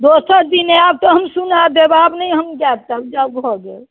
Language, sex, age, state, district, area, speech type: Maithili, female, 60+, Bihar, Muzaffarpur, rural, conversation